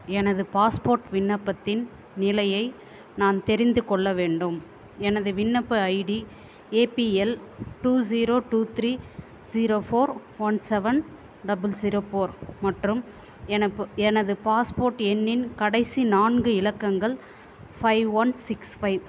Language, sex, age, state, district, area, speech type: Tamil, female, 30-45, Tamil Nadu, Ranipet, urban, read